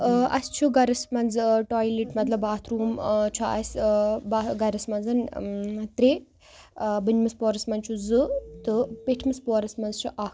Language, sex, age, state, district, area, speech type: Kashmiri, female, 18-30, Jammu and Kashmir, Baramulla, rural, spontaneous